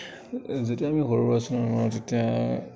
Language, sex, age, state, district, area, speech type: Assamese, male, 18-30, Assam, Kamrup Metropolitan, urban, spontaneous